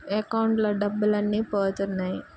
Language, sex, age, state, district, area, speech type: Telugu, female, 18-30, Andhra Pradesh, Guntur, rural, spontaneous